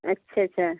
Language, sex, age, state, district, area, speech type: Hindi, female, 30-45, Uttar Pradesh, Ghazipur, rural, conversation